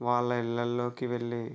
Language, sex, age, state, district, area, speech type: Telugu, male, 60+, Andhra Pradesh, West Godavari, rural, spontaneous